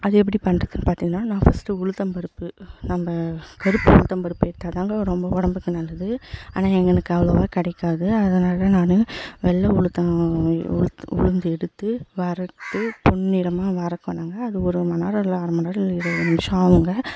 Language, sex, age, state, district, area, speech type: Tamil, female, 18-30, Tamil Nadu, Tiruvannamalai, rural, spontaneous